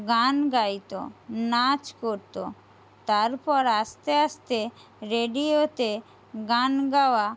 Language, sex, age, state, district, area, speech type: Bengali, female, 45-60, West Bengal, Jhargram, rural, spontaneous